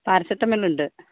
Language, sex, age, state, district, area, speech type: Malayalam, female, 60+, Kerala, Kozhikode, urban, conversation